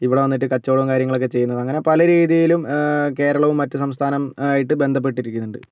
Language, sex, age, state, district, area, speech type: Malayalam, male, 45-60, Kerala, Kozhikode, urban, spontaneous